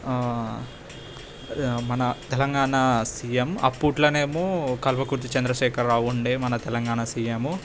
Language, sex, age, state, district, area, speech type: Telugu, male, 18-30, Telangana, Hyderabad, urban, spontaneous